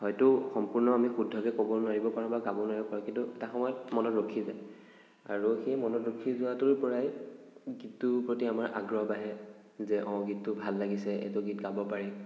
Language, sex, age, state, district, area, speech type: Assamese, male, 18-30, Assam, Nagaon, rural, spontaneous